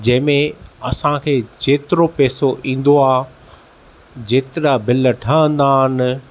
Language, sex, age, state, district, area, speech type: Sindhi, male, 45-60, Maharashtra, Thane, urban, spontaneous